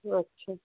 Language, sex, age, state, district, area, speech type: Bengali, female, 60+, West Bengal, Purba Medinipur, rural, conversation